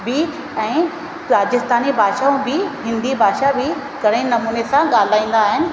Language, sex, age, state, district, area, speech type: Sindhi, female, 30-45, Rajasthan, Ajmer, rural, spontaneous